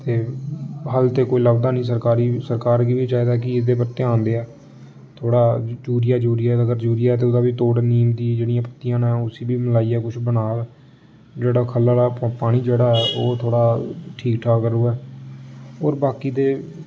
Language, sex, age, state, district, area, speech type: Dogri, male, 18-30, Jammu and Kashmir, Samba, urban, spontaneous